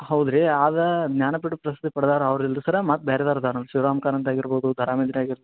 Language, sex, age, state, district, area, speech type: Kannada, male, 45-60, Karnataka, Belgaum, rural, conversation